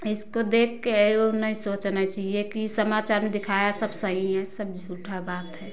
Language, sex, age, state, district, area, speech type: Hindi, female, 45-60, Uttar Pradesh, Prayagraj, rural, spontaneous